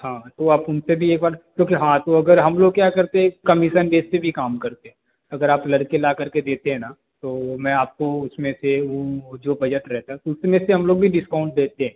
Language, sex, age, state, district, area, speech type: Hindi, male, 30-45, Bihar, Darbhanga, rural, conversation